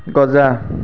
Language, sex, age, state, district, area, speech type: Assamese, male, 18-30, Assam, Sivasagar, urban, spontaneous